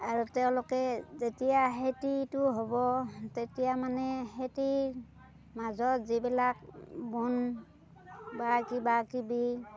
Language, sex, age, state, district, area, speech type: Assamese, female, 45-60, Assam, Darrang, rural, spontaneous